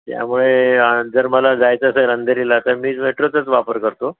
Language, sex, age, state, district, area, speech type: Marathi, male, 60+, Maharashtra, Mumbai Suburban, urban, conversation